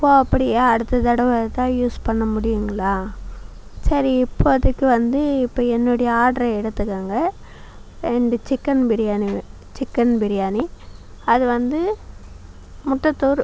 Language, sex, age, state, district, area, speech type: Tamil, female, 45-60, Tamil Nadu, Viluppuram, rural, spontaneous